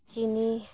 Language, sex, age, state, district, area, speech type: Santali, female, 30-45, Jharkhand, Bokaro, rural, spontaneous